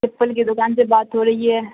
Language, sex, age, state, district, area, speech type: Urdu, female, 18-30, Bihar, Supaul, rural, conversation